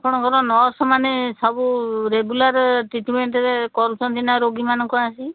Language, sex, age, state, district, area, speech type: Odia, female, 60+, Odisha, Sambalpur, rural, conversation